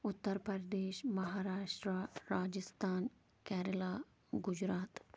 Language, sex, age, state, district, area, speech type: Kashmiri, female, 45-60, Jammu and Kashmir, Kulgam, rural, spontaneous